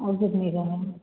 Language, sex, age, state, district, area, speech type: Hindi, female, 30-45, Uttar Pradesh, Varanasi, rural, conversation